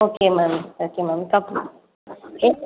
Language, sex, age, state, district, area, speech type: Tamil, female, 18-30, Tamil Nadu, Sivaganga, rural, conversation